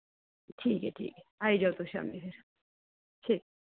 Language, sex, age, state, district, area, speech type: Dogri, female, 18-30, Jammu and Kashmir, Reasi, urban, conversation